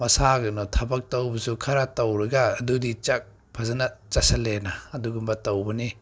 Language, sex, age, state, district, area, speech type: Manipuri, male, 30-45, Manipur, Senapati, rural, spontaneous